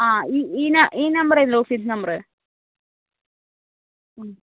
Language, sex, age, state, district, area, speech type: Malayalam, female, 45-60, Kerala, Kozhikode, urban, conversation